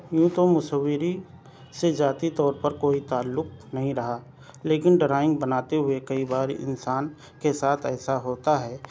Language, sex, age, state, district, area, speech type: Urdu, male, 30-45, Delhi, South Delhi, urban, spontaneous